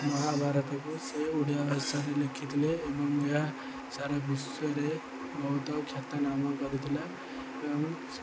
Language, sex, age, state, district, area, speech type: Odia, male, 18-30, Odisha, Jagatsinghpur, rural, spontaneous